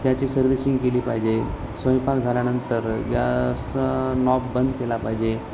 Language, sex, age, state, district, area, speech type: Marathi, male, 30-45, Maharashtra, Nanded, urban, spontaneous